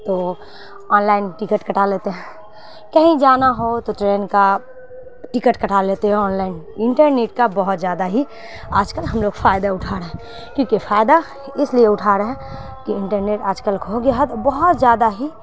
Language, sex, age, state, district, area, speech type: Urdu, female, 30-45, Bihar, Khagaria, rural, spontaneous